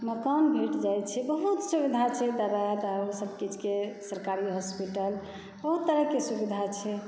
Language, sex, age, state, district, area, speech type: Maithili, female, 30-45, Bihar, Saharsa, rural, spontaneous